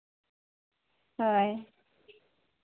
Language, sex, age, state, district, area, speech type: Santali, female, 18-30, Jharkhand, Seraikela Kharsawan, rural, conversation